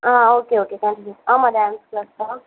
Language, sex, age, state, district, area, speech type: Tamil, female, 45-60, Tamil Nadu, Tiruvallur, urban, conversation